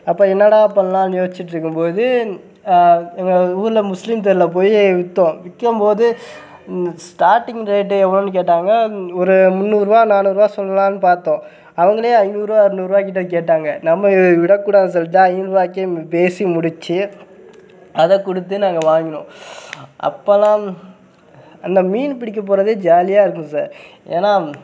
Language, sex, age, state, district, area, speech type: Tamil, male, 18-30, Tamil Nadu, Sivaganga, rural, spontaneous